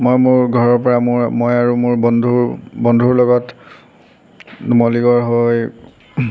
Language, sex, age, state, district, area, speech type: Assamese, male, 18-30, Assam, Golaghat, urban, spontaneous